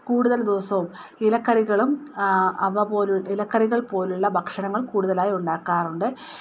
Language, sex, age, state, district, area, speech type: Malayalam, female, 30-45, Kerala, Wayanad, rural, spontaneous